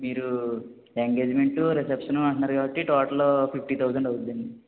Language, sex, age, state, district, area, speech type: Telugu, male, 45-60, Andhra Pradesh, Kakinada, urban, conversation